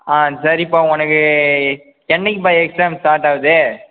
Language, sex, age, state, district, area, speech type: Tamil, female, 18-30, Tamil Nadu, Cuddalore, rural, conversation